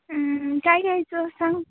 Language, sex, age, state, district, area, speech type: Marathi, female, 18-30, Maharashtra, Nanded, rural, conversation